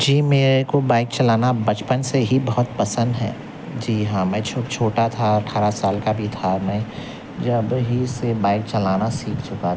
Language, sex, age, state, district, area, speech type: Urdu, male, 45-60, Telangana, Hyderabad, urban, spontaneous